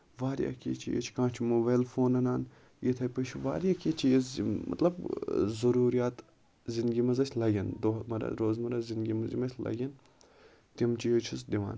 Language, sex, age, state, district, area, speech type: Kashmiri, male, 30-45, Jammu and Kashmir, Kulgam, rural, spontaneous